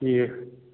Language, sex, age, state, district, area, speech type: Kashmiri, male, 30-45, Jammu and Kashmir, Pulwama, rural, conversation